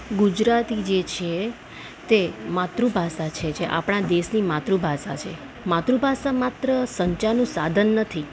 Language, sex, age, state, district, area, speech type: Gujarati, female, 30-45, Gujarat, Ahmedabad, urban, spontaneous